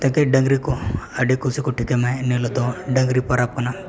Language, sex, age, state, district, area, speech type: Santali, male, 18-30, Jharkhand, East Singhbhum, rural, spontaneous